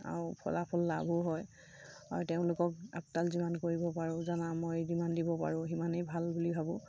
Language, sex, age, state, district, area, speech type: Assamese, female, 30-45, Assam, Sivasagar, rural, spontaneous